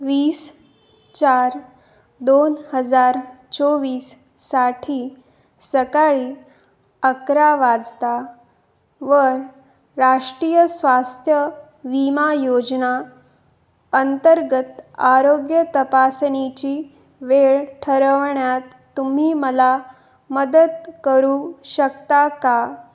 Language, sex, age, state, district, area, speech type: Marathi, female, 18-30, Maharashtra, Osmanabad, rural, read